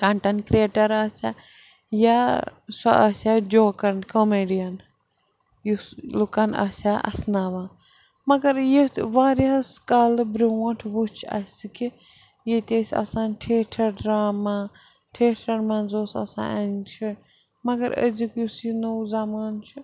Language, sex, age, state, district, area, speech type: Kashmiri, female, 45-60, Jammu and Kashmir, Srinagar, urban, spontaneous